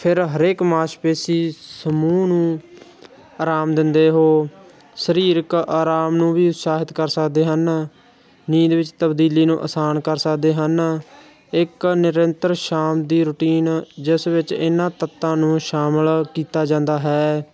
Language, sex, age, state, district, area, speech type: Punjabi, male, 30-45, Punjab, Barnala, urban, spontaneous